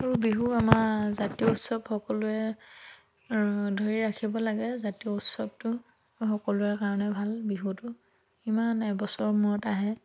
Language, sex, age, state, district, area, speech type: Assamese, female, 30-45, Assam, Dhemaji, rural, spontaneous